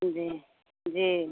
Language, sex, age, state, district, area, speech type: Hindi, female, 30-45, Bihar, Samastipur, urban, conversation